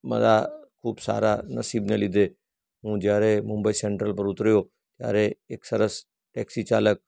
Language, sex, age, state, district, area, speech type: Gujarati, male, 45-60, Gujarat, Surat, rural, spontaneous